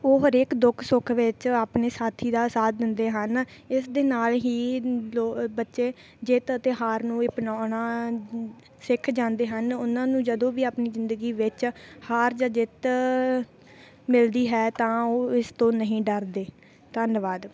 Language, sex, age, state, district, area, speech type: Punjabi, female, 18-30, Punjab, Bathinda, rural, spontaneous